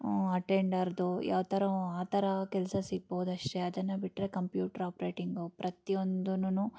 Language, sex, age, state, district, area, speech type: Kannada, female, 18-30, Karnataka, Chikkaballapur, rural, spontaneous